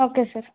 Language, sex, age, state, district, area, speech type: Telugu, female, 18-30, Andhra Pradesh, Kakinada, urban, conversation